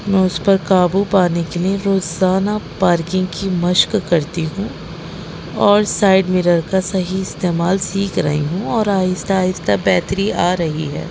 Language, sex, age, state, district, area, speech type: Urdu, female, 18-30, Delhi, North East Delhi, urban, spontaneous